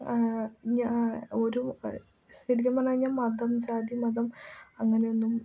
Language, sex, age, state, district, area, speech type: Malayalam, female, 18-30, Kerala, Ernakulam, rural, spontaneous